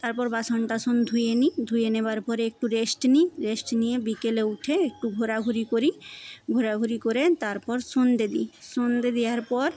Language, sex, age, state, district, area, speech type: Bengali, female, 18-30, West Bengal, Paschim Medinipur, rural, spontaneous